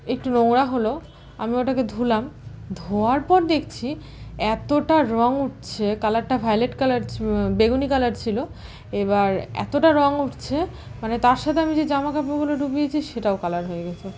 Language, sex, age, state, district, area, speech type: Bengali, female, 30-45, West Bengal, Malda, rural, spontaneous